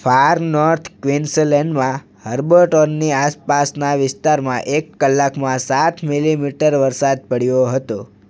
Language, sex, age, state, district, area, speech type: Gujarati, male, 18-30, Gujarat, Surat, rural, read